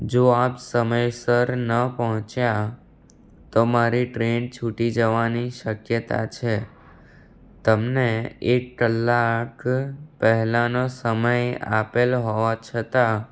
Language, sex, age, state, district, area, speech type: Gujarati, male, 18-30, Gujarat, Anand, rural, spontaneous